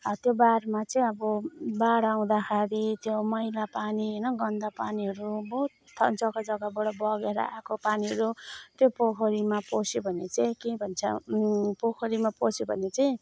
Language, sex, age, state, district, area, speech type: Nepali, female, 30-45, West Bengal, Alipurduar, urban, spontaneous